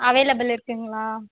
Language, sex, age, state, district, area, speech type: Tamil, female, 18-30, Tamil Nadu, Ranipet, rural, conversation